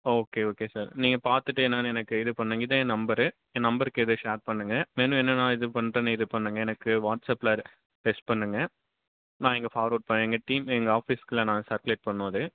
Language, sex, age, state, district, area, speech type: Tamil, male, 18-30, Tamil Nadu, Dharmapuri, rural, conversation